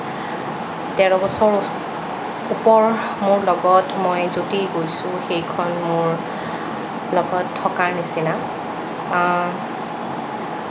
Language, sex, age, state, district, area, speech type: Assamese, female, 18-30, Assam, Nagaon, rural, spontaneous